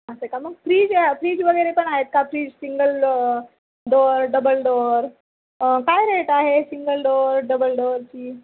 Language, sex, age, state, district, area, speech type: Marathi, female, 30-45, Maharashtra, Nanded, rural, conversation